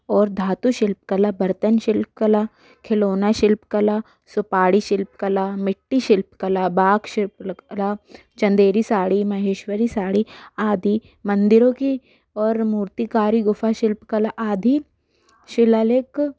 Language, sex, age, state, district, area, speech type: Hindi, female, 18-30, Madhya Pradesh, Bhopal, urban, spontaneous